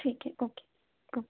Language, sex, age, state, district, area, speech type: Hindi, female, 18-30, Madhya Pradesh, Chhindwara, urban, conversation